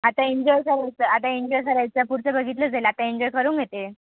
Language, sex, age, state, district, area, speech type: Marathi, female, 18-30, Maharashtra, Nashik, urban, conversation